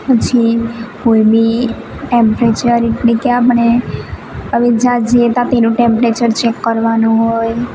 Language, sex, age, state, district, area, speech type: Gujarati, female, 18-30, Gujarat, Narmada, rural, spontaneous